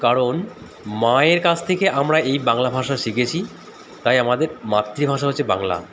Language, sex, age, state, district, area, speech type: Bengali, male, 30-45, West Bengal, Dakshin Dinajpur, urban, spontaneous